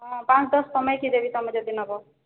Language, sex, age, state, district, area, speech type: Odia, female, 45-60, Odisha, Boudh, rural, conversation